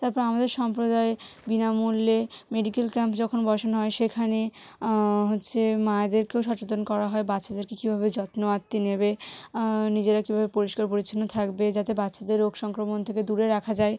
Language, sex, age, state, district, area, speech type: Bengali, female, 18-30, West Bengal, South 24 Parganas, rural, spontaneous